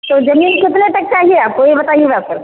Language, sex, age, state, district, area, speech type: Hindi, female, 45-60, Uttar Pradesh, Ayodhya, rural, conversation